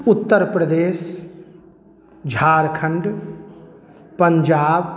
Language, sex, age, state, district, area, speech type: Maithili, male, 45-60, Bihar, Madhubani, urban, spontaneous